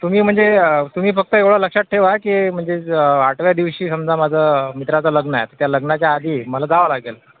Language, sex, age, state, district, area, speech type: Marathi, male, 30-45, Maharashtra, Akola, urban, conversation